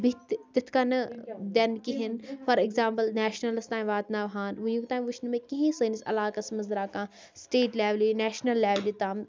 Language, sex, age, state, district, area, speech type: Kashmiri, female, 18-30, Jammu and Kashmir, Baramulla, rural, spontaneous